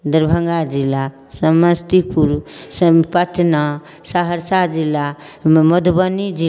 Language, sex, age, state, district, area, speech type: Maithili, female, 60+, Bihar, Darbhanga, urban, spontaneous